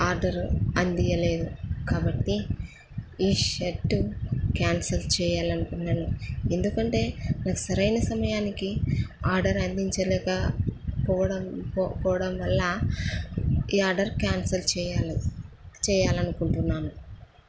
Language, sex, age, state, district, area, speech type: Telugu, female, 30-45, Andhra Pradesh, Kurnool, rural, spontaneous